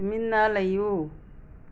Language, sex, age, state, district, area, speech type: Manipuri, female, 60+, Manipur, Imphal West, rural, read